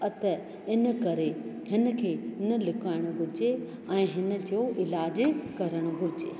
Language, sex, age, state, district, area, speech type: Sindhi, female, 45-60, Rajasthan, Ajmer, urban, spontaneous